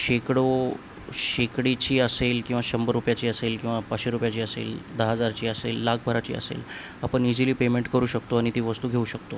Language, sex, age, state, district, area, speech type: Marathi, male, 18-30, Maharashtra, Nanded, urban, spontaneous